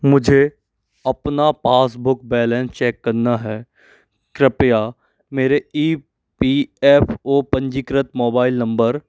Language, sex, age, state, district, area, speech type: Hindi, male, 45-60, Madhya Pradesh, Bhopal, urban, read